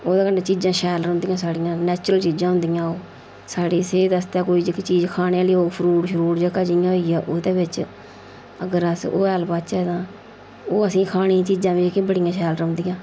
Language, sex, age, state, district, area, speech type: Dogri, female, 45-60, Jammu and Kashmir, Udhampur, rural, spontaneous